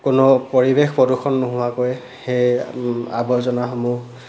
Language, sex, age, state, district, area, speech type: Assamese, male, 18-30, Assam, Lakhimpur, rural, spontaneous